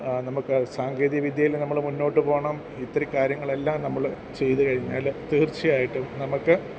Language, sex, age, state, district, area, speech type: Malayalam, male, 45-60, Kerala, Kottayam, urban, spontaneous